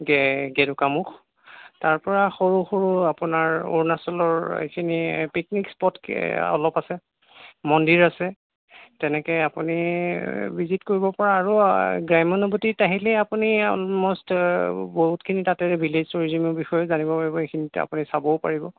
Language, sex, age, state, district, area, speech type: Assamese, male, 30-45, Assam, Lakhimpur, urban, conversation